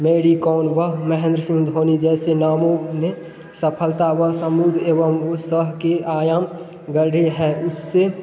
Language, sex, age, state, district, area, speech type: Hindi, male, 18-30, Bihar, Darbhanga, rural, spontaneous